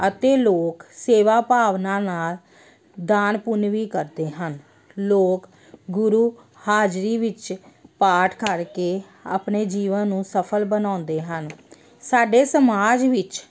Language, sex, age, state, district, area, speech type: Punjabi, female, 30-45, Punjab, Amritsar, urban, spontaneous